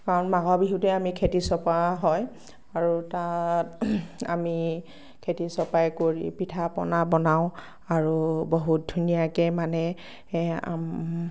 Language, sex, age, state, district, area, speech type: Assamese, female, 18-30, Assam, Darrang, rural, spontaneous